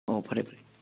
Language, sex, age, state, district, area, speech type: Manipuri, male, 60+, Manipur, Churachandpur, urban, conversation